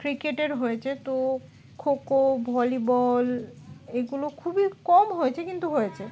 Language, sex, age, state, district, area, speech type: Bengali, female, 30-45, West Bengal, Dakshin Dinajpur, urban, spontaneous